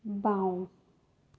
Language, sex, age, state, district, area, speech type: Assamese, female, 30-45, Assam, Sonitpur, rural, read